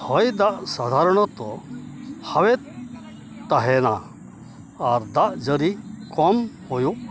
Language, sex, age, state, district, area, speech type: Santali, male, 60+, West Bengal, Dakshin Dinajpur, rural, read